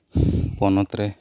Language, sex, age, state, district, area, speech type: Santali, male, 30-45, West Bengal, Birbhum, rural, spontaneous